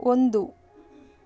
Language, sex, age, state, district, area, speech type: Kannada, female, 30-45, Karnataka, Davanagere, rural, read